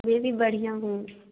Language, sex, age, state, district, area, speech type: Hindi, female, 60+, Madhya Pradesh, Bhopal, urban, conversation